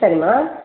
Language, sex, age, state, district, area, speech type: Tamil, female, 60+, Tamil Nadu, Thanjavur, urban, conversation